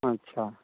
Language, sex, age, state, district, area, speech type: Hindi, male, 60+, Bihar, Samastipur, urban, conversation